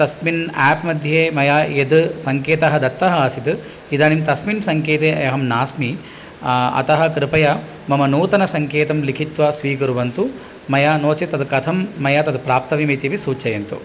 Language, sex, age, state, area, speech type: Sanskrit, male, 45-60, Tamil Nadu, rural, spontaneous